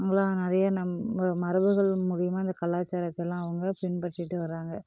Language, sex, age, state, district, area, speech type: Tamil, female, 30-45, Tamil Nadu, Namakkal, rural, spontaneous